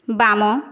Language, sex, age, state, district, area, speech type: Odia, female, 18-30, Odisha, Mayurbhanj, rural, read